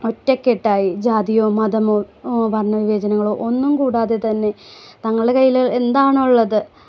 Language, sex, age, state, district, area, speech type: Malayalam, female, 30-45, Kerala, Ernakulam, rural, spontaneous